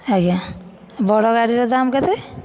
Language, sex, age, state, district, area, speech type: Odia, female, 30-45, Odisha, Dhenkanal, rural, spontaneous